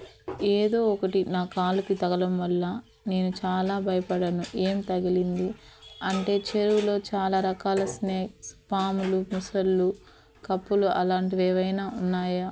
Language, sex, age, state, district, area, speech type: Telugu, female, 18-30, Andhra Pradesh, Eluru, urban, spontaneous